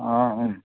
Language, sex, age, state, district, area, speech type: Kannada, male, 30-45, Karnataka, Vijayanagara, rural, conversation